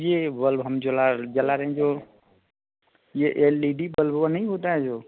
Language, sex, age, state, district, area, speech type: Hindi, male, 30-45, Uttar Pradesh, Azamgarh, rural, conversation